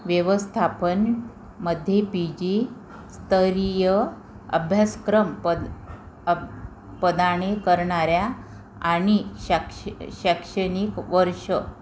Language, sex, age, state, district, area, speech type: Marathi, female, 30-45, Maharashtra, Amravati, urban, read